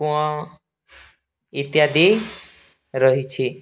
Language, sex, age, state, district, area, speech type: Odia, male, 18-30, Odisha, Rayagada, rural, spontaneous